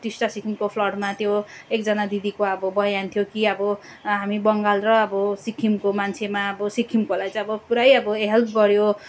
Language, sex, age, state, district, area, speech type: Nepali, female, 30-45, West Bengal, Darjeeling, rural, spontaneous